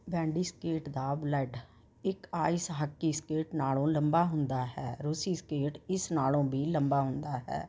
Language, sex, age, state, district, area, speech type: Punjabi, female, 60+, Punjab, Rupnagar, urban, read